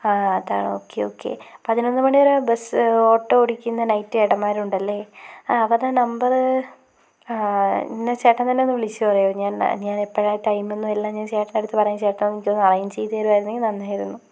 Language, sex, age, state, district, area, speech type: Malayalam, female, 18-30, Kerala, Wayanad, rural, spontaneous